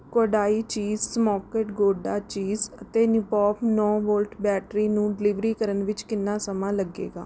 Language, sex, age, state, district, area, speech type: Punjabi, female, 30-45, Punjab, Rupnagar, urban, read